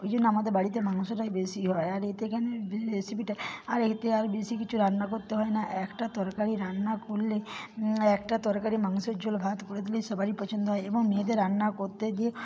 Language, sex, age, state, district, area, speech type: Bengali, female, 45-60, West Bengal, Purba Medinipur, rural, spontaneous